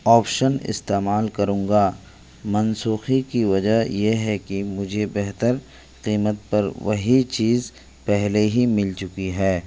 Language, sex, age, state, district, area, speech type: Urdu, male, 18-30, Delhi, New Delhi, rural, spontaneous